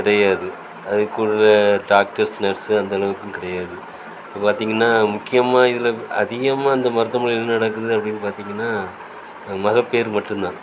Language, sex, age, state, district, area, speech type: Tamil, male, 45-60, Tamil Nadu, Thoothukudi, rural, spontaneous